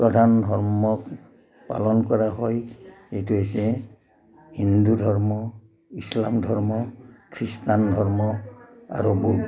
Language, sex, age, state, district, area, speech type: Assamese, male, 60+, Assam, Udalguri, urban, spontaneous